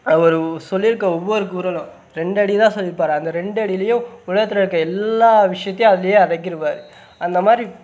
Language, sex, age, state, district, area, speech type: Tamil, male, 18-30, Tamil Nadu, Sivaganga, rural, spontaneous